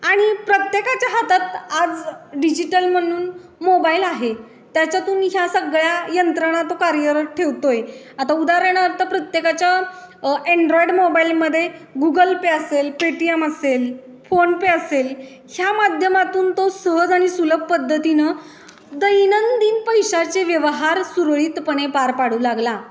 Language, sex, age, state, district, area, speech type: Marathi, female, 18-30, Maharashtra, Satara, urban, spontaneous